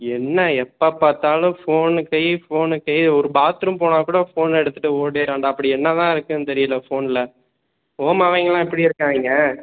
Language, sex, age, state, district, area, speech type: Tamil, male, 18-30, Tamil Nadu, Pudukkottai, rural, conversation